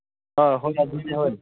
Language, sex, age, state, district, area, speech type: Manipuri, male, 18-30, Manipur, Senapati, rural, conversation